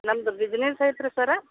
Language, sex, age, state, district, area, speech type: Kannada, female, 45-60, Karnataka, Vijayapura, rural, conversation